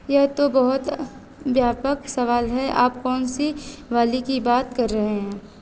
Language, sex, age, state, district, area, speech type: Hindi, female, 30-45, Uttar Pradesh, Azamgarh, rural, read